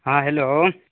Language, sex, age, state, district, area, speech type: Urdu, male, 30-45, Bihar, Khagaria, urban, conversation